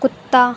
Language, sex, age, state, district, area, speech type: Hindi, female, 18-30, Madhya Pradesh, Harda, rural, read